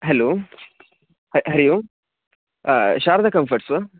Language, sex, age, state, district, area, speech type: Sanskrit, male, 18-30, Karnataka, Chikkamagaluru, rural, conversation